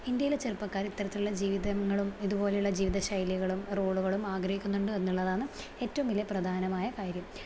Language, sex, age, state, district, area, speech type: Malayalam, female, 18-30, Kerala, Thrissur, rural, spontaneous